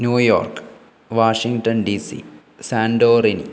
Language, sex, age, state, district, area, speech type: Malayalam, male, 18-30, Kerala, Kannur, rural, spontaneous